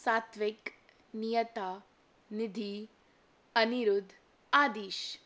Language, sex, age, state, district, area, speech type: Kannada, female, 18-30, Karnataka, Shimoga, rural, spontaneous